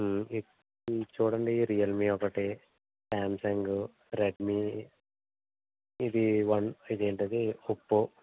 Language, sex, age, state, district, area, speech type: Telugu, male, 45-60, Andhra Pradesh, Eluru, rural, conversation